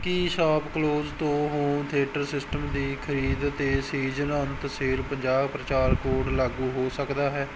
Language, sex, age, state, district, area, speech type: Punjabi, male, 18-30, Punjab, Barnala, rural, read